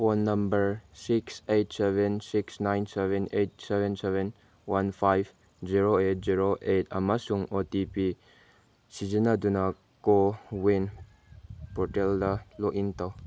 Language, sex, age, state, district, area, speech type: Manipuri, male, 18-30, Manipur, Chandel, rural, read